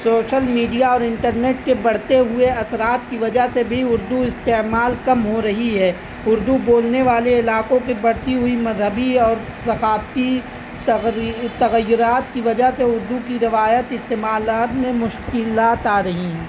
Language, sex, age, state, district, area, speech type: Urdu, male, 18-30, Uttar Pradesh, Azamgarh, rural, spontaneous